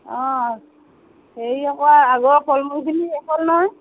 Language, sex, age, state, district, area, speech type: Assamese, female, 45-60, Assam, Lakhimpur, rural, conversation